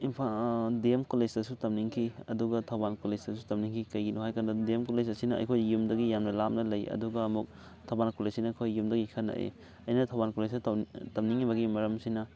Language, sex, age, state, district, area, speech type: Manipuri, male, 18-30, Manipur, Thoubal, rural, spontaneous